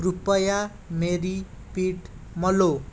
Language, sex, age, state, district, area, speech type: Hindi, male, 30-45, Rajasthan, Jaipur, urban, read